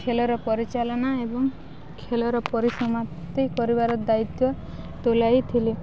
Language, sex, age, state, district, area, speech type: Odia, female, 18-30, Odisha, Balangir, urban, spontaneous